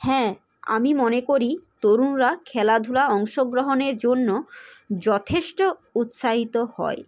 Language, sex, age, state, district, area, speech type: Bengali, female, 30-45, West Bengal, Hooghly, urban, spontaneous